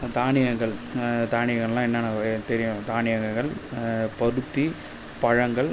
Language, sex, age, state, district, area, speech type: Tamil, male, 30-45, Tamil Nadu, Viluppuram, rural, spontaneous